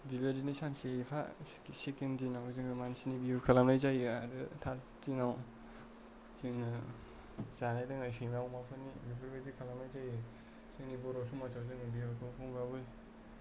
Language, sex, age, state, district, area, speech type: Bodo, male, 30-45, Assam, Kokrajhar, urban, spontaneous